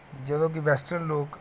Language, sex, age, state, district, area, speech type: Punjabi, male, 30-45, Punjab, Mansa, urban, spontaneous